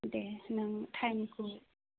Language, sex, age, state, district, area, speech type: Bodo, female, 30-45, Assam, Kokrajhar, rural, conversation